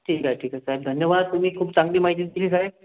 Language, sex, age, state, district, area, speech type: Marathi, male, 30-45, Maharashtra, Akola, urban, conversation